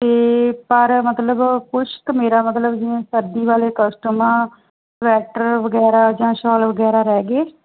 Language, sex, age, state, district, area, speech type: Punjabi, female, 30-45, Punjab, Muktsar, urban, conversation